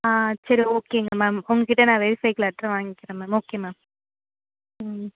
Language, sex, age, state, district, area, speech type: Tamil, female, 30-45, Tamil Nadu, Cuddalore, urban, conversation